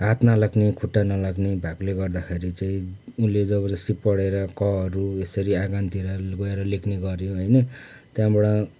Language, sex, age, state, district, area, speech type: Nepali, male, 45-60, West Bengal, Kalimpong, rural, spontaneous